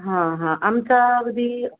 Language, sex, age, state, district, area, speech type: Marathi, female, 45-60, Maharashtra, Mumbai Suburban, urban, conversation